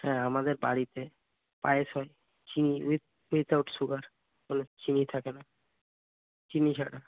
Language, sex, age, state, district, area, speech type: Bengali, male, 60+, West Bengal, Purba Medinipur, rural, conversation